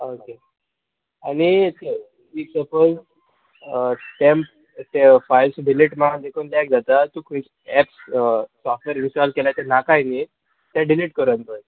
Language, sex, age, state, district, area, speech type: Goan Konkani, male, 18-30, Goa, Murmgao, rural, conversation